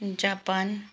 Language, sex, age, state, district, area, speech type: Nepali, female, 45-60, West Bengal, Kalimpong, rural, spontaneous